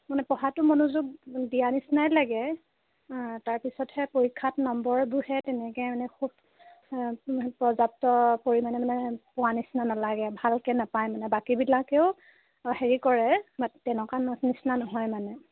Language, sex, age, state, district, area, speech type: Assamese, female, 18-30, Assam, Sivasagar, rural, conversation